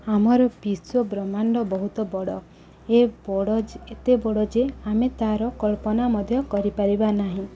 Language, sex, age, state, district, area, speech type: Odia, female, 30-45, Odisha, Subarnapur, urban, spontaneous